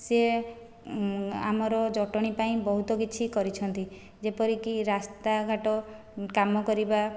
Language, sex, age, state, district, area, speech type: Odia, female, 45-60, Odisha, Khordha, rural, spontaneous